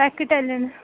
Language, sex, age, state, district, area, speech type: Dogri, female, 18-30, Jammu and Kashmir, Reasi, rural, conversation